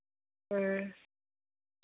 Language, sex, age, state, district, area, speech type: Santali, female, 30-45, West Bengal, Malda, rural, conversation